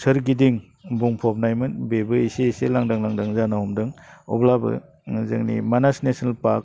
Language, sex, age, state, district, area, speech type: Bodo, male, 45-60, Assam, Baksa, urban, spontaneous